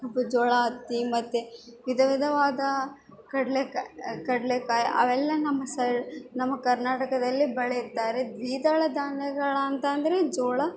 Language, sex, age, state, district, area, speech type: Kannada, female, 18-30, Karnataka, Bellary, urban, spontaneous